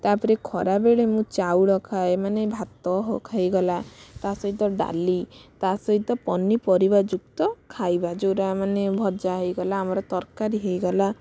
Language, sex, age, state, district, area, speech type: Odia, female, 18-30, Odisha, Bhadrak, rural, spontaneous